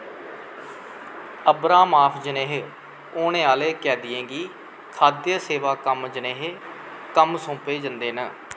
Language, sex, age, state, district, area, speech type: Dogri, male, 45-60, Jammu and Kashmir, Kathua, rural, read